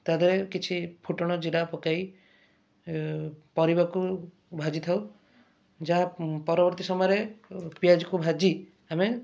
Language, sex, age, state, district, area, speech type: Odia, male, 30-45, Odisha, Kendrapara, urban, spontaneous